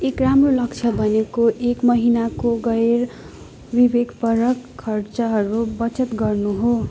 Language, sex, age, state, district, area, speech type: Nepali, female, 18-30, West Bengal, Jalpaiguri, rural, read